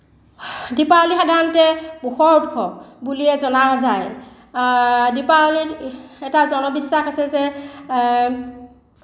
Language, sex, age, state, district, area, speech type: Assamese, female, 45-60, Assam, Lakhimpur, rural, spontaneous